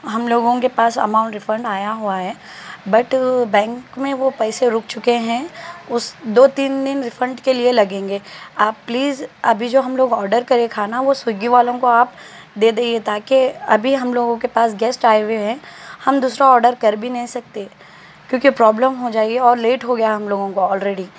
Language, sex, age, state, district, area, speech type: Urdu, female, 18-30, Telangana, Hyderabad, urban, spontaneous